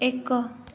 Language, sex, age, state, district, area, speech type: Odia, female, 30-45, Odisha, Jajpur, rural, read